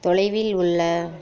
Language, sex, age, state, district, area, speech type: Tamil, female, 30-45, Tamil Nadu, Ariyalur, rural, read